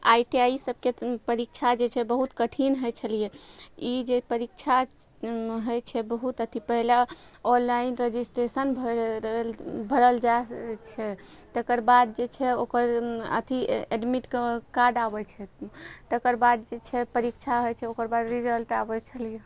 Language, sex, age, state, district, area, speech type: Maithili, female, 30-45, Bihar, Araria, rural, spontaneous